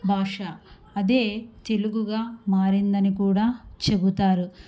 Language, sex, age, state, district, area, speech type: Telugu, female, 45-60, Andhra Pradesh, Kurnool, rural, spontaneous